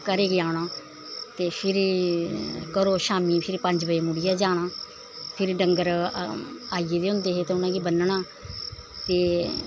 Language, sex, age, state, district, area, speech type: Dogri, female, 60+, Jammu and Kashmir, Samba, rural, spontaneous